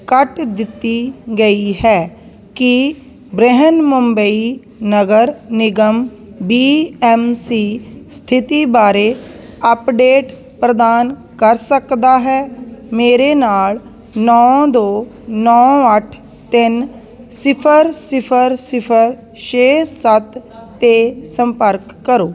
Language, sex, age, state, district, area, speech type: Punjabi, female, 30-45, Punjab, Jalandhar, rural, read